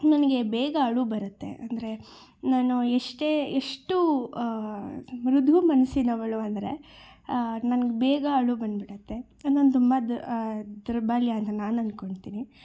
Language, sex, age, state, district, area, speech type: Kannada, female, 18-30, Karnataka, Chikkaballapur, urban, spontaneous